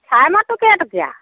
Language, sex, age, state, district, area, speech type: Assamese, female, 60+, Assam, Golaghat, rural, conversation